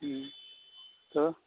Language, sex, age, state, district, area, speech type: Urdu, male, 18-30, Bihar, Purnia, rural, conversation